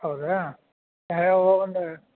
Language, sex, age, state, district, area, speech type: Kannada, male, 45-60, Karnataka, Belgaum, rural, conversation